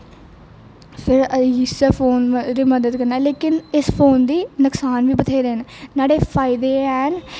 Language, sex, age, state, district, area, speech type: Dogri, female, 18-30, Jammu and Kashmir, Jammu, urban, spontaneous